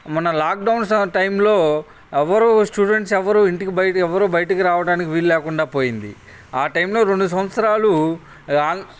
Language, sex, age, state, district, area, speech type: Telugu, male, 30-45, Andhra Pradesh, Bapatla, rural, spontaneous